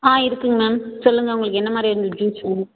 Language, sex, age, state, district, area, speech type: Tamil, female, 30-45, Tamil Nadu, Ariyalur, rural, conversation